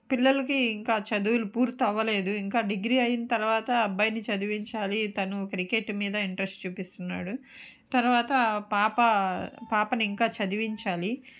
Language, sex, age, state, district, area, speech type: Telugu, female, 45-60, Andhra Pradesh, Nellore, urban, spontaneous